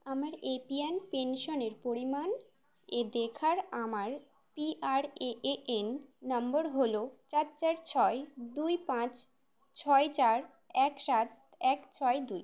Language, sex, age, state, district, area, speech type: Bengali, female, 18-30, West Bengal, Uttar Dinajpur, urban, read